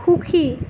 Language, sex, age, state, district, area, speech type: Assamese, female, 18-30, Assam, Nalbari, rural, read